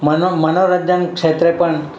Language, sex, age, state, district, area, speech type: Gujarati, male, 60+, Gujarat, Valsad, urban, spontaneous